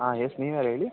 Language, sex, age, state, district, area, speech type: Kannada, male, 18-30, Karnataka, Kodagu, rural, conversation